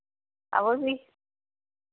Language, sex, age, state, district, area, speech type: Dogri, female, 60+, Jammu and Kashmir, Reasi, rural, conversation